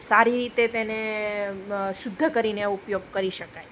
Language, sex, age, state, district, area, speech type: Gujarati, female, 30-45, Gujarat, Junagadh, urban, spontaneous